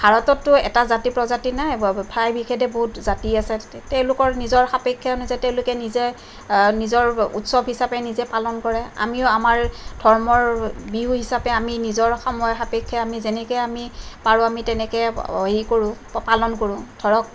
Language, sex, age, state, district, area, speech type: Assamese, female, 30-45, Assam, Kamrup Metropolitan, urban, spontaneous